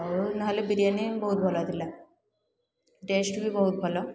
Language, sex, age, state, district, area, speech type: Odia, female, 18-30, Odisha, Puri, urban, spontaneous